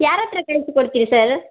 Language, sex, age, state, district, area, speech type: Kannada, female, 60+, Karnataka, Dakshina Kannada, rural, conversation